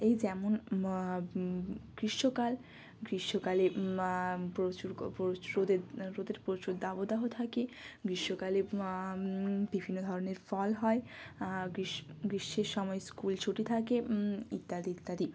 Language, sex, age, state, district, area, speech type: Bengali, female, 18-30, West Bengal, Jalpaiguri, rural, spontaneous